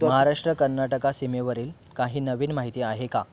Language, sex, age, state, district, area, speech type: Marathi, male, 18-30, Maharashtra, Thane, urban, read